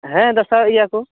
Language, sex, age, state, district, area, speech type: Santali, male, 18-30, West Bengal, Purba Bardhaman, rural, conversation